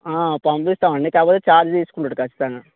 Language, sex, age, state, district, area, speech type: Telugu, male, 18-30, Telangana, Mancherial, rural, conversation